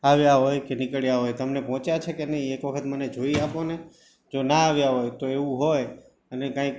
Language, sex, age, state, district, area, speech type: Gujarati, male, 45-60, Gujarat, Morbi, rural, spontaneous